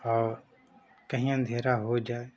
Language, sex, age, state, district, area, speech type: Hindi, male, 30-45, Uttar Pradesh, Chandauli, rural, spontaneous